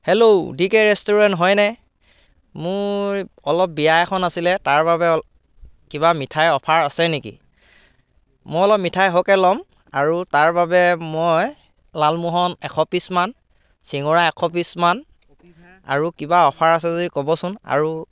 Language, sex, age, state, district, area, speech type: Assamese, male, 45-60, Assam, Dhemaji, rural, spontaneous